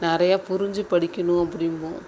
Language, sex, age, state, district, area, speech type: Tamil, female, 30-45, Tamil Nadu, Thanjavur, rural, spontaneous